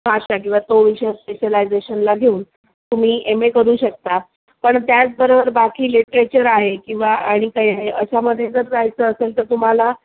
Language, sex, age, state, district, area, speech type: Marathi, female, 30-45, Maharashtra, Sindhudurg, rural, conversation